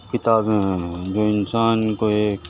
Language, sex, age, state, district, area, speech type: Urdu, male, 30-45, Telangana, Hyderabad, urban, spontaneous